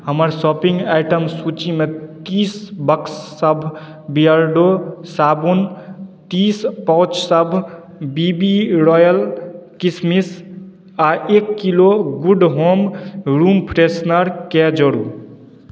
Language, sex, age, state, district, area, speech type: Maithili, male, 30-45, Bihar, Madhubani, urban, read